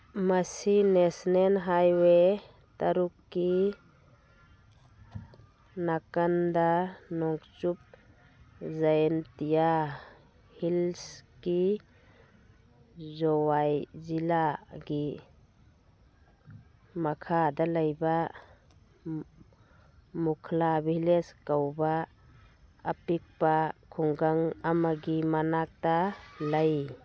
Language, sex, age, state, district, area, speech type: Manipuri, female, 45-60, Manipur, Churachandpur, urban, read